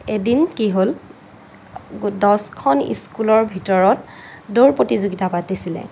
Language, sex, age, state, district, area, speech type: Assamese, female, 30-45, Assam, Lakhimpur, rural, spontaneous